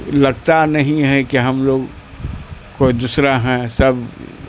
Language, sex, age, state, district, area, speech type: Urdu, male, 60+, Bihar, Supaul, rural, spontaneous